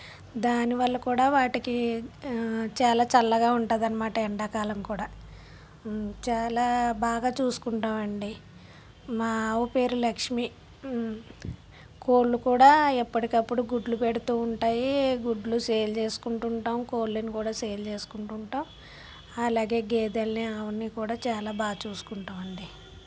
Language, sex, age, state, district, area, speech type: Telugu, female, 30-45, Andhra Pradesh, Vizianagaram, urban, spontaneous